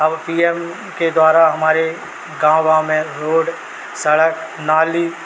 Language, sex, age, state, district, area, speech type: Hindi, male, 30-45, Madhya Pradesh, Seoni, urban, spontaneous